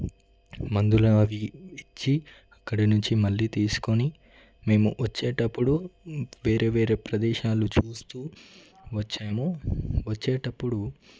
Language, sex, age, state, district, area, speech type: Telugu, male, 18-30, Telangana, Ranga Reddy, urban, spontaneous